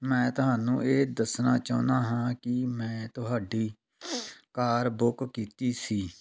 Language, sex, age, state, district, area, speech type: Punjabi, male, 45-60, Punjab, Tarn Taran, rural, spontaneous